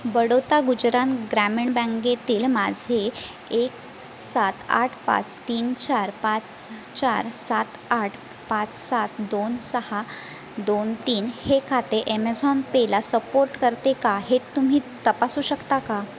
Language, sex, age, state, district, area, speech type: Marathi, female, 18-30, Maharashtra, Sindhudurg, rural, read